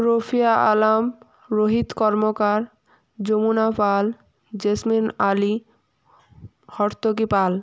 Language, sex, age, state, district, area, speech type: Bengali, female, 18-30, West Bengal, Jalpaiguri, rural, spontaneous